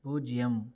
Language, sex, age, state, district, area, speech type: Tamil, male, 18-30, Tamil Nadu, Viluppuram, rural, read